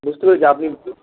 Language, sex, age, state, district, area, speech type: Bengali, male, 18-30, West Bengal, Uttar Dinajpur, urban, conversation